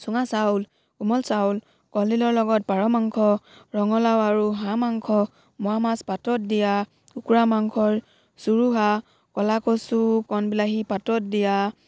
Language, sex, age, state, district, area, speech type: Assamese, female, 18-30, Assam, Dibrugarh, rural, spontaneous